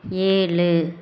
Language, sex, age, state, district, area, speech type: Tamil, female, 18-30, Tamil Nadu, Madurai, urban, read